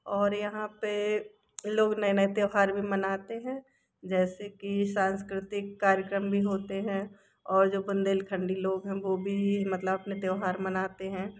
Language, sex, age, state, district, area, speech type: Hindi, female, 30-45, Madhya Pradesh, Jabalpur, urban, spontaneous